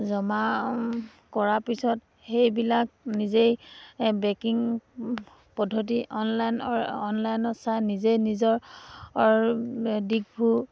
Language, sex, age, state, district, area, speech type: Assamese, female, 60+, Assam, Dibrugarh, rural, spontaneous